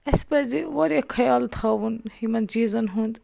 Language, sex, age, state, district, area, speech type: Kashmiri, female, 45-60, Jammu and Kashmir, Baramulla, rural, spontaneous